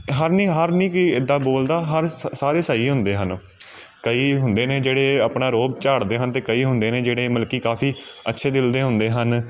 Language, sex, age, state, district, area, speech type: Punjabi, male, 30-45, Punjab, Amritsar, urban, spontaneous